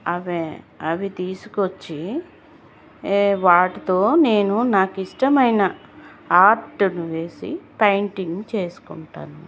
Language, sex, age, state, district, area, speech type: Telugu, female, 45-60, Andhra Pradesh, Chittoor, rural, spontaneous